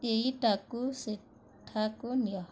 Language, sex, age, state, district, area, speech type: Odia, female, 30-45, Odisha, Bargarh, urban, read